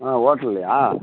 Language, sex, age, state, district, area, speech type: Tamil, male, 45-60, Tamil Nadu, Tiruvannamalai, rural, conversation